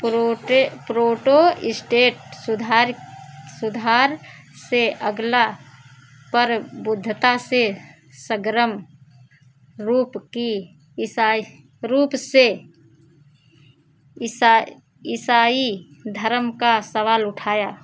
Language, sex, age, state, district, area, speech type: Hindi, female, 45-60, Uttar Pradesh, Ayodhya, rural, read